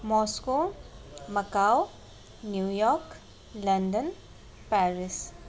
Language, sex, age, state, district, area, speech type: Nepali, female, 18-30, West Bengal, Darjeeling, rural, spontaneous